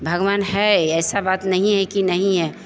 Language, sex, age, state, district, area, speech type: Hindi, female, 45-60, Bihar, Begusarai, rural, spontaneous